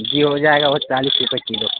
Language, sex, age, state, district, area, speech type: Urdu, male, 18-30, Bihar, Saharsa, rural, conversation